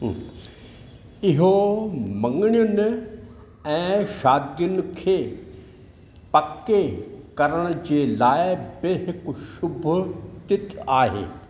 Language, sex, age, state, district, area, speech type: Sindhi, male, 60+, Maharashtra, Thane, urban, read